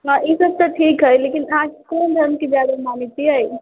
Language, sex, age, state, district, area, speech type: Maithili, female, 45-60, Bihar, Sitamarhi, urban, conversation